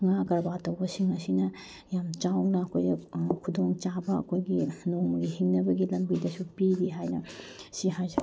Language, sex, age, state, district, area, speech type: Manipuri, female, 30-45, Manipur, Bishnupur, rural, spontaneous